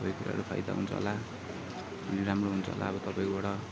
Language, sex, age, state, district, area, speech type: Nepali, male, 30-45, West Bengal, Darjeeling, rural, spontaneous